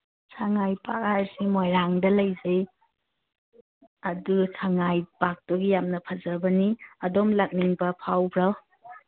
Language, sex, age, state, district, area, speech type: Manipuri, female, 45-60, Manipur, Churachandpur, urban, conversation